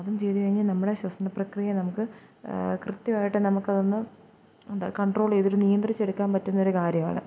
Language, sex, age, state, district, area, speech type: Malayalam, female, 18-30, Kerala, Kottayam, rural, spontaneous